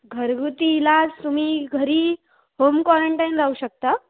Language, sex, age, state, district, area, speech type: Marathi, female, 18-30, Maharashtra, Akola, rural, conversation